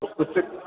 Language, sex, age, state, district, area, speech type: Hindi, male, 30-45, Bihar, Darbhanga, rural, conversation